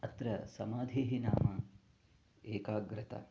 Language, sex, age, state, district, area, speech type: Sanskrit, male, 30-45, Karnataka, Uttara Kannada, rural, spontaneous